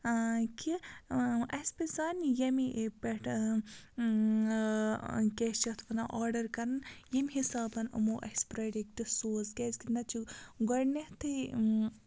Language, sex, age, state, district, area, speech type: Kashmiri, female, 18-30, Jammu and Kashmir, Baramulla, rural, spontaneous